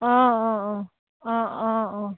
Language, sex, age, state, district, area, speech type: Assamese, female, 60+, Assam, Dibrugarh, rural, conversation